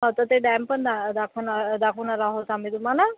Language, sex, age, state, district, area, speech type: Marathi, female, 60+, Maharashtra, Yavatmal, rural, conversation